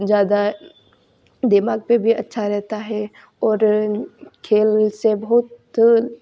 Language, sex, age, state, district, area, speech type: Hindi, female, 18-30, Madhya Pradesh, Ujjain, rural, spontaneous